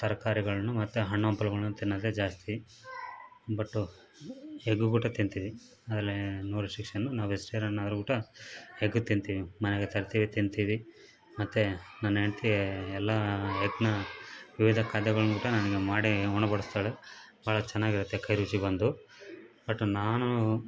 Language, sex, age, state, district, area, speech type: Kannada, male, 30-45, Karnataka, Bellary, rural, spontaneous